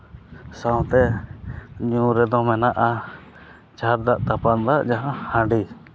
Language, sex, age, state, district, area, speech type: Santali, male, 30-45, Jharkhand, East Singhbhum, rural, spontaneous